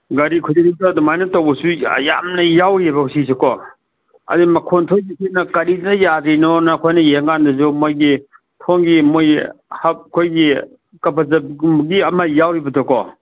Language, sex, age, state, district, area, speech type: Manipuri, male, 45-60, Manipur, Kangpokpi, urban, conversation